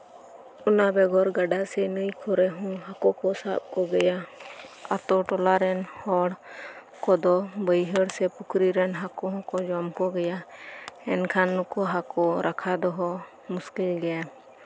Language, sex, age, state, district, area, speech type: Santali, female, 18-30, West Bengal, Birbhum, rural, spontaneous